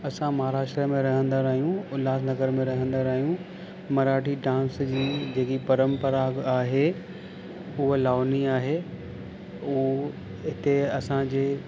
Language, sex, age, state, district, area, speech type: Sindhi, male, 30-45, Maharashtra, Thane, urban, spontaneous